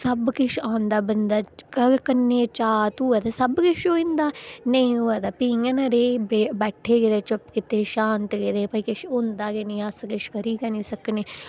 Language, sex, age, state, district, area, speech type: Dogri, female, 18-30, Jammu and Kashmir, Udhampur, rural, spontaneous